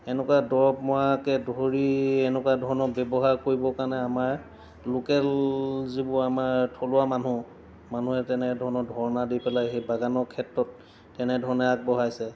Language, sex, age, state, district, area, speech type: Assamese, male, 45-60, Assam, Golaghat, urban, spontaneous